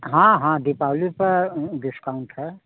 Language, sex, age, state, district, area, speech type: Hindi, male, 60+, Uttar Pradesh, Chandauli, rural, conversation